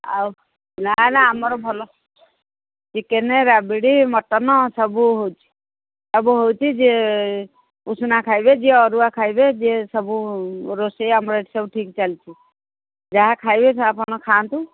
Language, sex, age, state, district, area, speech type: Odia, female, 60+, Odisha, Jharsuguda, rural, conversation